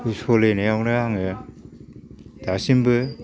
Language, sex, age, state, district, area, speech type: Bodo, male, 60+, Assam, Chirang, rural, spontaneous